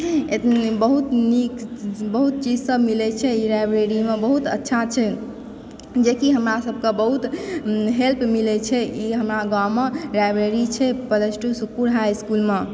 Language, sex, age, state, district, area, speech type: Maithili, female, 18-30, Bihar, Supaul, urban, spontaneous